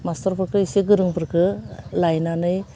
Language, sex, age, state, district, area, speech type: Bodo, female, 60+, Assam, Udalguri, urban, spontaneous